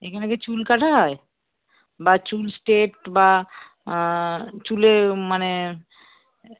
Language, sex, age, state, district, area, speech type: Bengali, female, 30-45, West Bengal, Darjeeling, rural, conversation